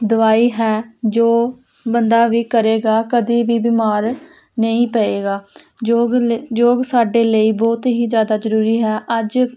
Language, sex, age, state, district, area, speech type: Punjabi, female, 18-30, Punjab, Hoshiarpur, rural, spontaneous